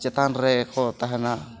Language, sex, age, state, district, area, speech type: Santali, male, 30-45, West Bengal, Bankura, rural, spontaneous